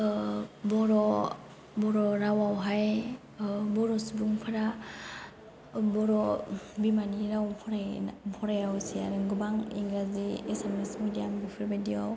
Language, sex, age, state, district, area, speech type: Bodo, female, 18-30, Assam, Chirang, rural, spontaneous